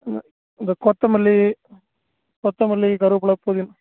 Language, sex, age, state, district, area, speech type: Tamil, male, 30-45, Tamil Nadu, Salem, urban, conversation